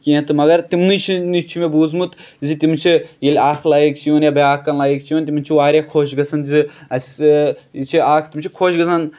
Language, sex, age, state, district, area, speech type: Kashmiri, male, 18-30, Jammu and Kashmir, Pulwama, urban, spontaneous